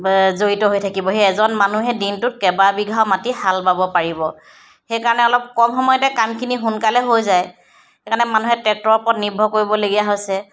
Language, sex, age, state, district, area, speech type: Assamese, female, 60+, Assam, Charaideo, urban, spontaneous